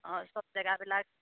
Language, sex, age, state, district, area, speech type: Assamese, female, 30-45, Assam, Dhemaji, rural, conversation